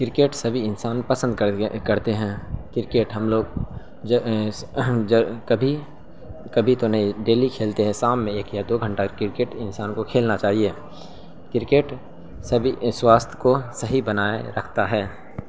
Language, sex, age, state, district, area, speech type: Urdu, male, 18-30, Bihar, Saharsa, rural, spontaneous